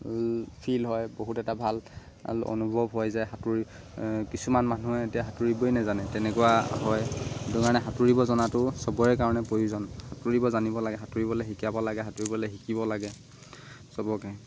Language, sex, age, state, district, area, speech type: Assamese, male, 18-30, Assam, Lakhimpur, urban, spontaneous